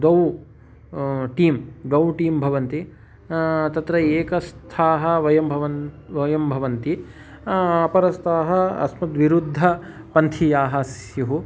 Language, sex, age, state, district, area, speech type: Sanskrit, male, 30-45, Telangana, Hyderabad, urban, spontaneous